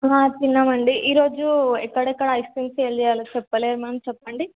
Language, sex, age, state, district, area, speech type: Telugu, female, 18-30, Telangana, Suryapet, urban, conversation